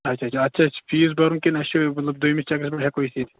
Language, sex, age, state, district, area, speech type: Kashmiri, male, 18-30, Jammu and Kashmir, Baramulla, urban, conversation